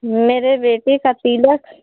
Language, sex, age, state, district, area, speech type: Hindi, female, 60+, Uttar Pradesh, Azamgarh, urban, conversation